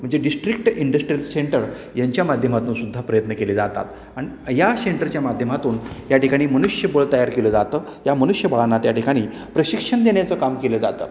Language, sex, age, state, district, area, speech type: Marathi, male, 60+, Maharashtra, Satara, urban, spontaneous